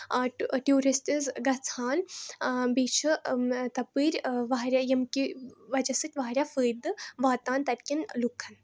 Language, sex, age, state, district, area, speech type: Kashmiri, female, 18-30, Jammu and Kashmir, Baramulla, rural, spontaneous